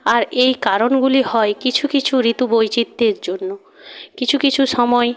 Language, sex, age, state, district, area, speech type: Bengali, female, 60+, West Bengal, Jhargram, rural, spontaneous